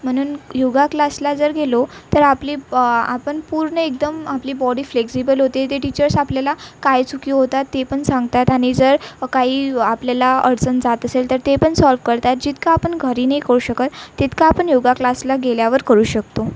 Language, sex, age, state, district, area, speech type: Marathi, female, 18-30, Maharashtra, Nagpur, urban, spontaneous